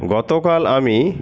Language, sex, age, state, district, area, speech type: Bengali, male, 60+, West Bengal, Paschim Bardhaman, urban, spontaneous